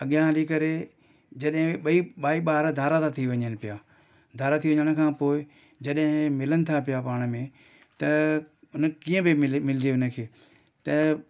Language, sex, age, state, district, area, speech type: Sindhi, male, 60+, Maharashtra, Mumbai City, urban, spontaneous